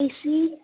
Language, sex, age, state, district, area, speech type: Assamese, female, 18-30, Assam, Udalguri, rural, conversation